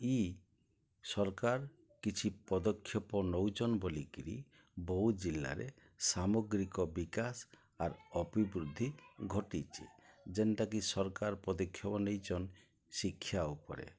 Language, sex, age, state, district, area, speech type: Odia, male, 60+, Odisha, Boudh, rural, spontaneous